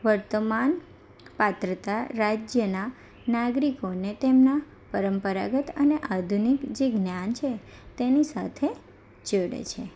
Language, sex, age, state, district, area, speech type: Gujarati, female, 18-30, Gujarat, Anand, urban, spontaneous